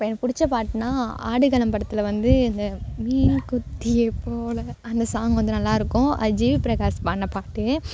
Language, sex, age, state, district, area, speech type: Tamil, female, 18-30, Tamil Nadu, Thanjavur, urban, spontaneous